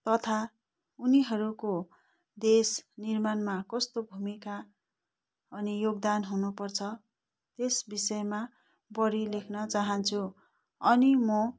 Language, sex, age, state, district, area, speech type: Nepali, female, 45-60, West Bengal, Darjeeling, rural, spontaneous